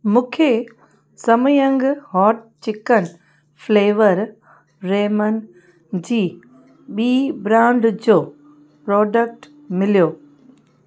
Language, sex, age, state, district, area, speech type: Sindhi, female, 30-45, Gujarat, Kutch, rural, read